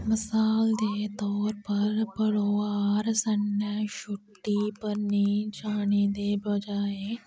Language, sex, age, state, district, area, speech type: Dogri, female, 60+, Jammu and Kashmir, Reasi, rural, read